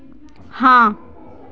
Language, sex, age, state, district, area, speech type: Punjabi, female, 18-30, Punjab, Patiala, urban, read